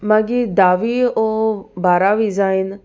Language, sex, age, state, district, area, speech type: Goan Konkani, female, 18-30, Goa, Salcete, rural, spontaneous